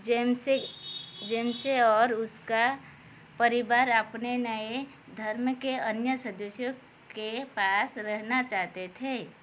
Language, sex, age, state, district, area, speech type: Hindi, female, 45-60, Madhya Pradesh, Chhindwara, rural, read